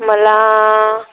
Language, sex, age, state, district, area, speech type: Marathi, female, 30-45, Maharashtra, Wardha, rural, conversation